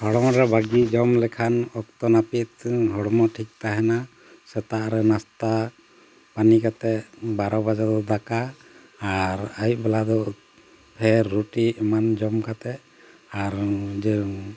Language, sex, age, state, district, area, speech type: Santali, male, 45-60, Jharkhand, Bokaro, rural, spontaneous